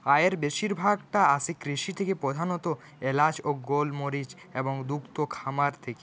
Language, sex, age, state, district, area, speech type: Bengali, male, 30-45, West Bengal, Purulia, urban, read